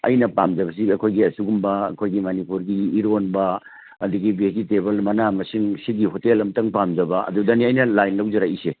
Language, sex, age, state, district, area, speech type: Manipuri, male, 60+, Manipur, Churachandpur, urban, conversation